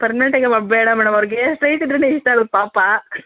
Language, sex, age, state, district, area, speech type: Kannada, female, 30-45, Karnataka, Kolar, urban, conversation